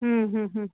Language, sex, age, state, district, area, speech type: Sindhi, female, 45-60, Uttar Pradesh, Lucknow, rural, conversation